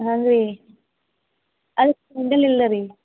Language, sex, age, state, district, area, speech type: Kannada, female, 18-30, Karnataka, Bidar, urban, conversation